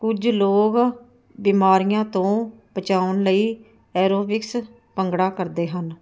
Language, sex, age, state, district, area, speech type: Punjabi, female, 45-60, Punjab, Ludhiana, urban, spontaneous